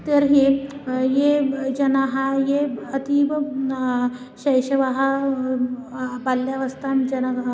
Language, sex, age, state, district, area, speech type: Sanskrit, female, 30-45, Maharashtra, Nagpur, urban, spontaneous